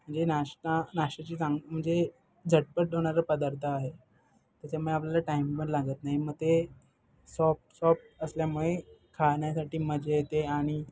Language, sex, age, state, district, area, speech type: Marathi, male, 18-30, Maharashtra, Ratnagiri, urban, spontaneous